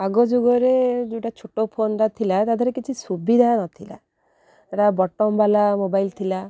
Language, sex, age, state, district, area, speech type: Odia, female, 30-45, Odisha, Kendrapara, urban, spontaneous